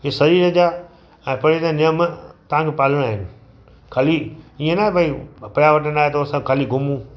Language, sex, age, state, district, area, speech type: Sindhi, male, 60+, Gujarat, Kutch, urban, spontaneous